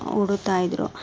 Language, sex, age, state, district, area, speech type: Kannada, female, 60+, Karnataka, Chikkaballapur, urban, spontaneous